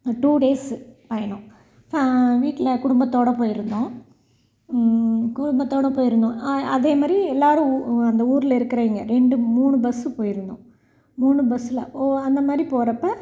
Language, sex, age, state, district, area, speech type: Tamil, female, 45-60, Tamil Nadu, Salem, rural, spontaneous